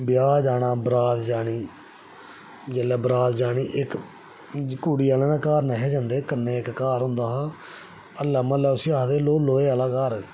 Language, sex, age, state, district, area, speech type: Dogri, male, 30-45, Jammu and Kashmir, Reasi, rural, spontaneous